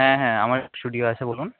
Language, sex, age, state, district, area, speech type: Bengali, male, 30-45, West Bengal, Nadia, rural, conversation